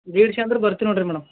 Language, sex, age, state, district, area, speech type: Kannada, male, 30-45, Karnataka, Gulbarga, urban, conversation